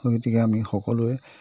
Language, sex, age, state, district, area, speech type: Assamese, male, 60+, Assam, Majuli, urban, spontaneous